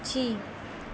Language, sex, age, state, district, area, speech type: Hindi, female, 18-30, Uttar Pradesh, Azamgarh, rural, read